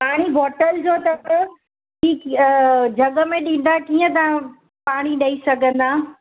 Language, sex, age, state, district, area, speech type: Sindhi, female, 45-60, Gujarat, Surat, urban, conversation